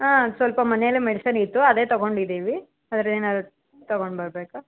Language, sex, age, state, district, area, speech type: Kannada, female, 18-30, Karnataka, Koppal, rural, conversation